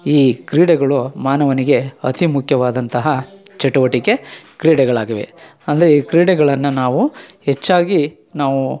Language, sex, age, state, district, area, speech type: Kannada, male, 45-60, Karnataka, Chikkamagaluru, rural, spontaneous